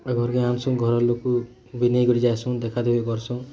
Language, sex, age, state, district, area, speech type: Odia, male, 18-30, Odisha, Bargarh, urban, spontaneous